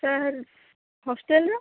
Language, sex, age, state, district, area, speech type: Odia, female, 18-30, Odisha, Sundergarh, urban, conversation